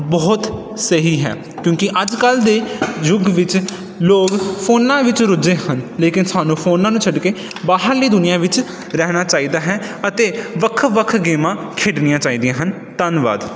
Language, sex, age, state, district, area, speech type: Punjabi, male, 18-30, Punjab, Pathankot, rural, spontaneous